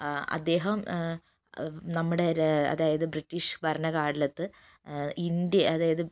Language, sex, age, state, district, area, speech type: Malayalam, female, 60+, Kerala, Wayanad, rural, spontaneous